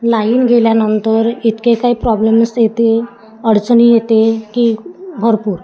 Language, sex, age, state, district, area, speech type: Marathi, female, 45-60, Maharashtra, Wardha, rural, spontaneous